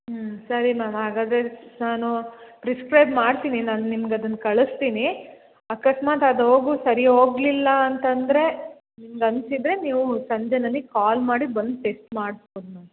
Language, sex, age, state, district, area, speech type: Kannada, female, 18-30, Karnataka, Hassan, rural, conversation